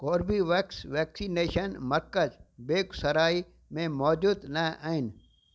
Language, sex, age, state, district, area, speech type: Sindhi, male, 60+, Gujarat, Kutch, urban, read